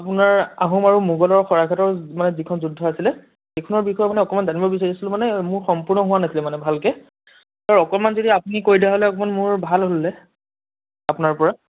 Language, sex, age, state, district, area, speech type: Assamese, male, 18-30, Assam, Biswanath, rural, conversation